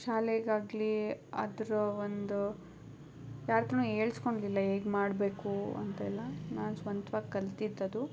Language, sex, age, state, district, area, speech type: Kannada, female, 18-30, Karnataka, Tumkur, rural, spontaneous